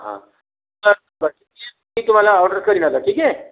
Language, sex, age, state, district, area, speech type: Marathi, male, 45-60, Maharashtra, Buldhana, rural, conversation